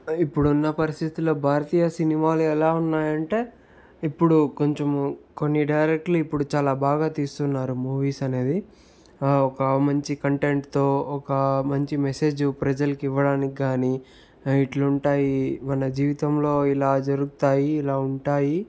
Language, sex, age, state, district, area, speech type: Telugu, male, 30-45, Andhra Pradesh, Sri Balaji, rural, spontaneous